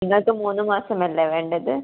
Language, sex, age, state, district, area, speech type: Malayalam, female, 18-30, Kerala, Kannur, rural, conversation